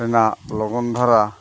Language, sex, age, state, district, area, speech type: Santali, male, 45-60, Odisha, Mayurbhanj, rural, spontaneous